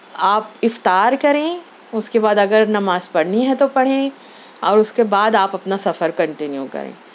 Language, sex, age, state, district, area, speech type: Urdu, female, 45-60, Maharashtra, Nashik, urban, spontaneous